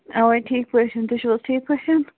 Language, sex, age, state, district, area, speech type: Kashmiri, female, 45-60, Jammu and Kashmir, Baramulla, urban, conversation